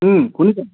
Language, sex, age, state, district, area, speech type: Assamese, male, 18-30, Assam, Tinsukia, urban, conversation